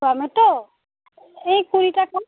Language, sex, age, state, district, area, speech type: Bengali, female, 18-30, West Bengal, Alipurduar, rural, conversation